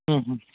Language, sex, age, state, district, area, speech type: Kannada, male, 45-60, Karnataka, Udupi, rural, conversation